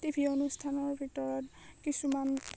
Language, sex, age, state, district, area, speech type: Assamese, female, 18-30, Assam, Darrang, rural, spontaneous